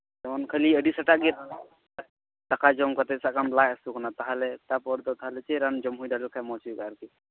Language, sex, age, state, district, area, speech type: Santali, male, 18-30, West Bengal, Malda, rural, conversation